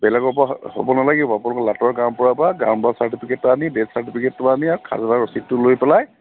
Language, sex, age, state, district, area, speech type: Assamese, male, 45-60, Assam, Lakhimpur, urban, conversation